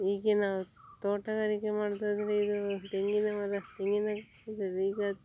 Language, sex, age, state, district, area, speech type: Kannada, female, 30-45, Karnataka, Dakshina Kannada, rural, spontaneous